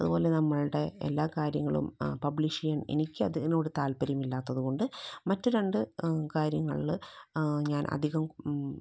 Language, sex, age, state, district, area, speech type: Malayalam, female, 30-45, Kerala, Ernakulam, rural, spontaneous